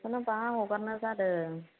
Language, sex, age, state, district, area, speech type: Bodo, female, 30-45, Assam, Kokrajhar, rural, conversation